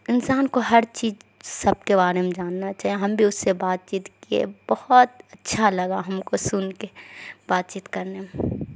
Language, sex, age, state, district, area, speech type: Urdu, female, 45-60, Bihar, Khagaria, rural, spontaneous